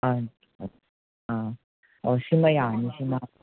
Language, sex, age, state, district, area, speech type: Manipuri, male, 45-60, Manipur, Imphal West, urban, conversation